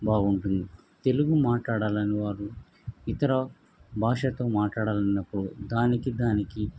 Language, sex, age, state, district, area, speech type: Telugu, male, 45-60, Andhra Pradesh, Krishna, urban, spontaneous